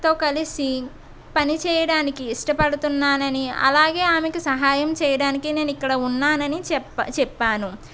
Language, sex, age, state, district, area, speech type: Telugu, female, 45-60, Andhra Pradesh, East Godavari, urban, spontaneous